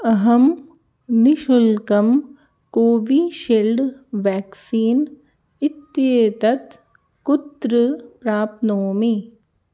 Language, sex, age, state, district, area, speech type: Sanskrit, other, 30-45, Rajasthan, Jaipur, urban, read